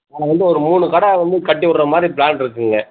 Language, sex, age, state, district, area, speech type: Tamil, male, 45-60, Tamil Nadu, Tiruppur, rural, conversation